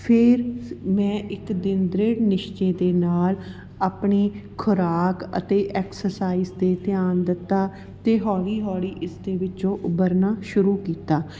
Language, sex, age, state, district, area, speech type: Punjabi, female, 30-45, Punjab, Patiala, urban, spontaneous